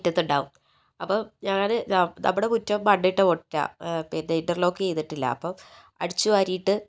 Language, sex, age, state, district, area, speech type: Malayalam, female, 18-30, Kerala, Kozhikode, urban, spontaneous